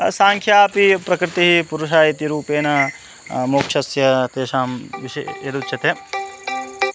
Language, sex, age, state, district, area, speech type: Sanskrit, male, 18-30, Bihar, Madhubani, rural, spontaneous